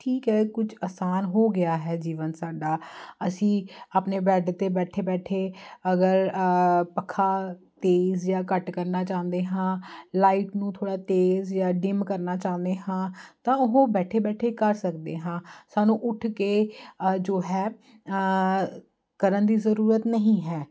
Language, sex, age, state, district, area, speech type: Punjabi, female, 30-45, Punjab, Jalandhar, urban, spontaneous